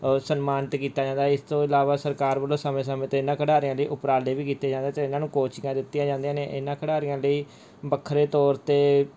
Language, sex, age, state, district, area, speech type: Punjabi, male, 18-30, Punjab, Mansa, urban, spontaneous